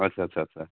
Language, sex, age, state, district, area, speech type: Assamese, male, 30-45, Assam, Dhemaji, rural, conversation